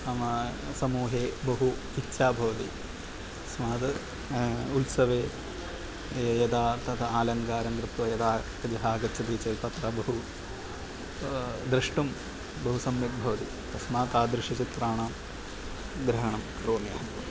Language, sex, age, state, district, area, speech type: Sanskrit, male, 30-45, Kerala, Ernakulam, urban, spontaneous